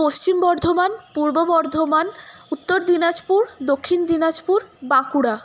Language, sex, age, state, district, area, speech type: Bengali, female, 18-30, West Bengal, Paschim Bardhaman, rural, spontaneous